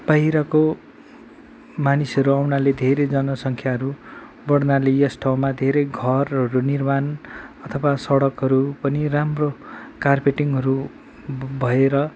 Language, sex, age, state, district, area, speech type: Nepali, male, 18-30, West Bengal, Kalimpong, rural, spontaneous